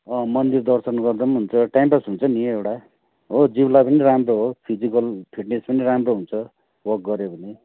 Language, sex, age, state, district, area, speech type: Nepali, male, 30-45, West Bengal, Darjeeling, rural, conversation